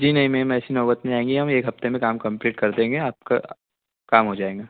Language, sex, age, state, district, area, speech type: Hindi, male, 18-30, Madhya Pradesh, Betul, urban, conversation